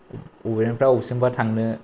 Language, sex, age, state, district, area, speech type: Bodo, male, 30-45, Assam, Kokrajhar, urban, spontaneous